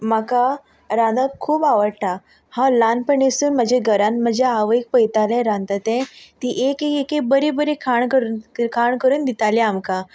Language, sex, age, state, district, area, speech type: Goan Konkani, female, 18-30, Goa, Ponda, rural, spontaneous